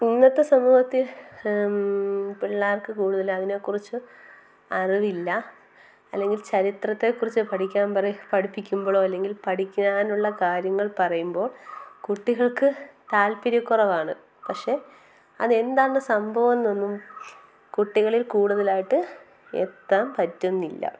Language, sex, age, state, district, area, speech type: Malayalam, female, 18-30, Kerala, Kottayam, rural, spontaneous